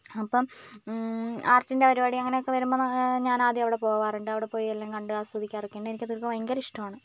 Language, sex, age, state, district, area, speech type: Malayalam, female, 18-30, Kerala, Wayanad, rural, spontaneous